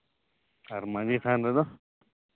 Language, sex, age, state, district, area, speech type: Santali, male, 18-30, Jharkhand, East Singhbhum, rural, conversation